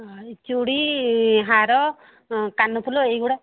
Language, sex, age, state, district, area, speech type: Odia, female, 60+, Odisha, Jharsuguda, rural, conversation